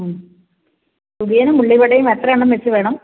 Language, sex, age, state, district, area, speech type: Malayalam, female, 60+, Kerala, Idukki, rural, conversation